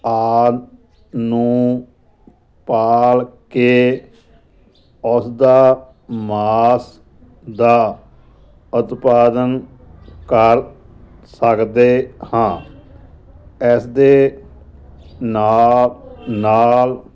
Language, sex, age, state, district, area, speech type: Punjabi, male, 45-60, Punjab, Moga, rural, spontaneous